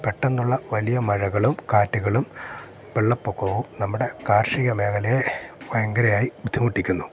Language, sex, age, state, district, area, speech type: Malayalam, male, 45-60, Kerala, Kottayam, urban, spontaneous